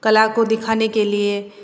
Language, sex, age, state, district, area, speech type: Hindi, female, 30-45, Rajasthan, Jodhpur, urban, spontaneous